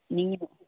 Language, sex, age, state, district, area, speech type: Tamil, female, 30-45, Tamil Nadu, Coimbatore, urban, conversation